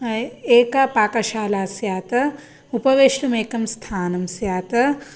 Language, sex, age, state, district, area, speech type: Sanskrit, female, 18-30, Karnataka, Shimoga, rural, spontaneous